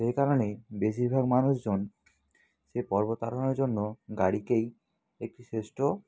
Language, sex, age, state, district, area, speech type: Bengali, male, 45-60, West Bengal, Purba Medinipur, rural, spontaneous